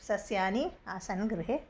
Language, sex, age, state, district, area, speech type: Sanskrit, female, 45-60, Karnataka, Bangalore Urban, urban, spontaneous